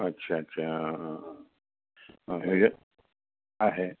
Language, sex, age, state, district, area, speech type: Assamese, male, 60+, Assam, Udalguri, urban, conversation